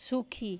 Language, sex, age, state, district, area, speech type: Bengali, female, 60+, West Bengal, Paschim Medinipur, urban, read